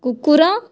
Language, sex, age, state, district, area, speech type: Odia, female, 18-30, Odisha, Kandhamal, rural, read